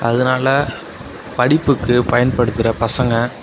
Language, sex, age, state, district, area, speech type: Tamil, male, 18-30, Tamil Nadu, Mayiladuthurai, rural, spontaneous